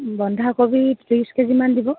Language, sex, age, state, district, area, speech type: Assamese, female, 18-30, Assam, Dibrugarh, rural, conversation